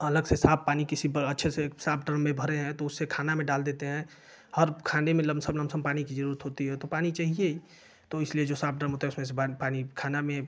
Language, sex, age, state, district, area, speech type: Hindi, male, 18-30, Uttar Pradesh, Ghazipur, rural, spontaneous